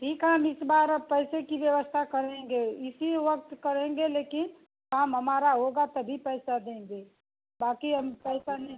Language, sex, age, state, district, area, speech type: Hindi, female, 45-60, Uttar Pradesh, Mau, rural, conversation